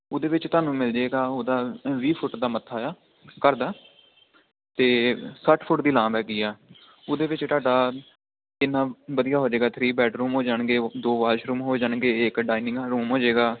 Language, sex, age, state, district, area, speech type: Punjabi, male, 18-30, Punjab, Amritsar, urban, conversation